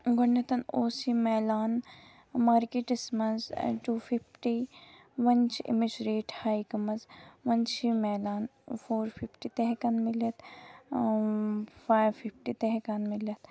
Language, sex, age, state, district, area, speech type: Kashmiri, female, 18-30, Jammu and Kashmir, Kupwara, rural, spontaneous